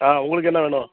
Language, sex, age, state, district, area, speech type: Tamil, male, 18-30, Tamil Nadu, Kallakurichi, urban, conversation